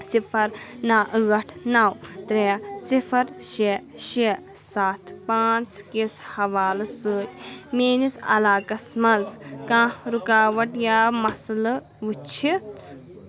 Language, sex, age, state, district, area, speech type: Kashmiri, female, 30-45, Jammu and Kashmir, Anantnag, urban, read